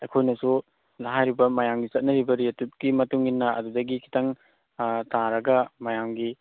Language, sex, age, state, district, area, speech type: Manipuri, male, 30-45, Manipur, Kakching, rural, conversation